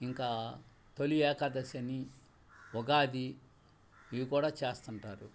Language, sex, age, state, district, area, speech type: Telugu, male, 60+, Andhra Pradesh, Bapatla, urban, spontaneous